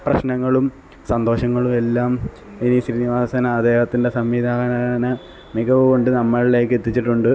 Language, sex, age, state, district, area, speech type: Malayalam, male, 18-30, Kerala, Alappuzha, rural, spontaneous